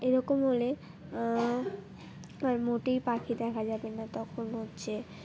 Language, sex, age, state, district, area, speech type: Bengali, female, 18-30, West Bengal, Uttar Dinajpur, urban, spontaneous